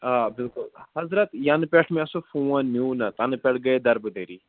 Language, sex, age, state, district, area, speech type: Kashmiri, male, 30-45, Jammu and Kashmir, Srinagar, urban, conversation